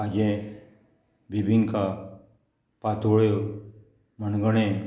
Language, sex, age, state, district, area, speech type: Goan Konkani, male, 45-60, Goa, Murmgao, rural, spontaneous